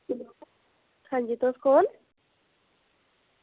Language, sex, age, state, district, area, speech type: Dogri, female, 45-60, Jammu and Kashmir, Reasi, urban, conversation